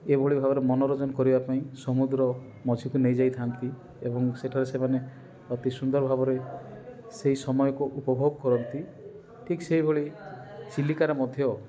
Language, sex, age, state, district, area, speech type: Odia, male, 30-45, Odisha, Rayagada, rural, spontaneous